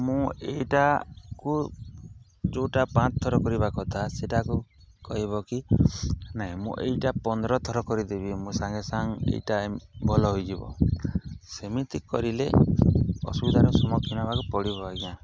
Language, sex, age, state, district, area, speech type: Odia, male, 18-30, Odisha, Nuapada, urban, spontaneous